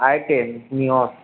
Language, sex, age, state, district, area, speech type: Marathi, male, 30-45, Maharashtra, Nagpur, rural, conversation